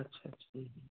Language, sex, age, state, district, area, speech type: Bengali, male, 30-45, West Bengal, Darjeeling, urban, conversation